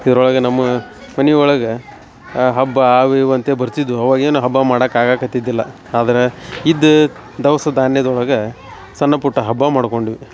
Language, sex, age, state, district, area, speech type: Kannada, male, 30-45, Karnataka, Dharwad, rural, spontaneous